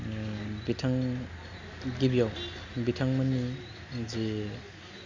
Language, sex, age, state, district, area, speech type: Bodo, male, 30-45, Assam, Baksa, urban, spontaneous